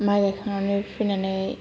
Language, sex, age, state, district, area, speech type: Bodo, female, 30-45, Assam, Kokrajhar, rural, spontaneous